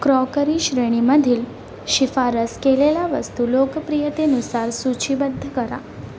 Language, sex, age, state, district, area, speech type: Marathi, female, 18-30, Maharashtra, Mumbai Suburban, urban, read